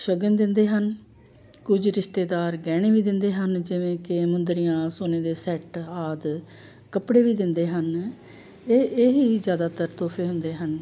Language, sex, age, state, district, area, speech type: Punjabi, female, 60+, Punjab, Amritsar, urban, spontaneous